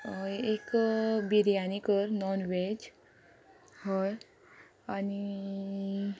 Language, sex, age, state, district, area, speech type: Goan Konkani, female, 18-30, Goa, Ponda, rural, spontaneous